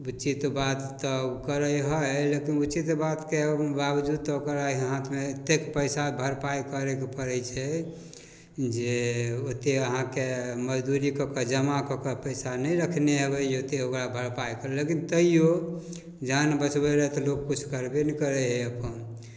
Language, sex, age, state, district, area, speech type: Maithili, male, 60+, Bihar, Samastipur, rural, spontaneous